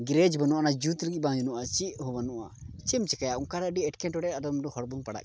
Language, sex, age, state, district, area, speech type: Santali, male, 18-30, Jharkhand, Pakur, rural, spontaneous